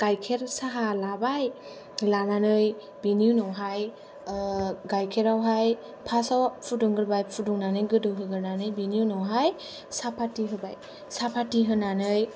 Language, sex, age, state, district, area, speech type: Bodo, female, 18-30, Assam, Kokrajhar, rural, spontaneous